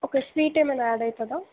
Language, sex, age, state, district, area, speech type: Telugu, female, 18-30, Telangana, Mancherial, rural, conversation